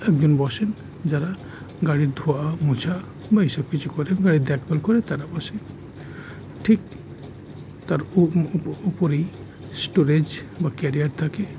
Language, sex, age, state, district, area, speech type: Bengali, male, 30-45, West Bengal, Howrah, urban, spontaneous